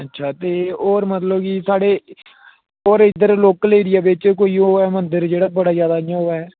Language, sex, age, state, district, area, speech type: Dogri, male, 18-30, Jammu and Kashmir, Jammu, rural, conversation